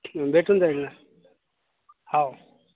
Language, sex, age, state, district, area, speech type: Marathi, male, 30-45, Maharashtra, Yavatmal, urban, conversation